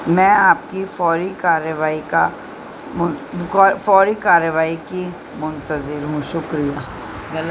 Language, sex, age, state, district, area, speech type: Urdu, female, 60+, Delhi, North East Delhi, urban, spontaneous